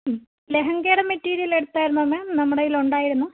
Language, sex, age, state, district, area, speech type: Malayalam, female, 18-30, Kerala, Idukki, rural, conversation